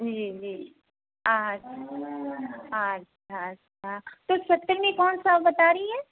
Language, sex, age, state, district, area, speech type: Hindi, female, 60+, Uttar Pradesh, Hardoi, rural, conversation